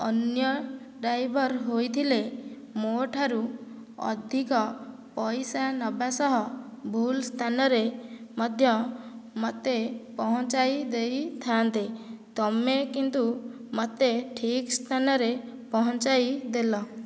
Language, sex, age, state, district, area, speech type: Odia, female, 18-30, Odisha, Nayagarh, rural, spontaneous